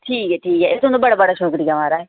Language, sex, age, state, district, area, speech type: Dogri, female, 30-45, Jammu and Kashmir, Reasi, rural, conversation